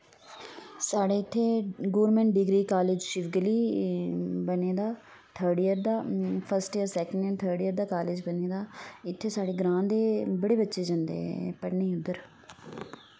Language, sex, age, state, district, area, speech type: Dogri, female, 30-45, Jammu and Kashmir, Udhampur, rural, spontaneous